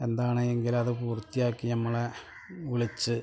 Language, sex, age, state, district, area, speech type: Malayalam, male, 45-60, Kerala, Malappuram, rural, spontaneous